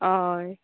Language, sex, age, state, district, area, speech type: Goan Konkani, female, 30-45, Goa, Canacona, rural, conversation